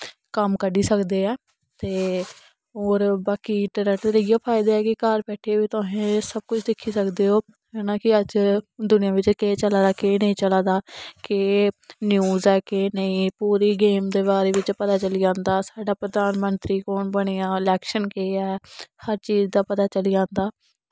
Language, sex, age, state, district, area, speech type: Dogri, female, 18-30, Jammu and Kashmir, Samba, urban, spontaneous